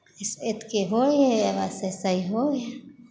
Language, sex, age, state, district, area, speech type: Maithili, female, 30-45, Bihar, Samastipur, urban, spontaneous